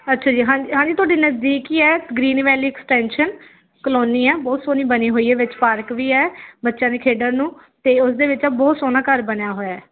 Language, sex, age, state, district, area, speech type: Punjabi, female, 18-30, Punjab, Faridkot, urban, conversation